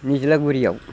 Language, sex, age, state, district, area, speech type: Bodo, male, 60+, Assam, Chirang, rural, spontaneous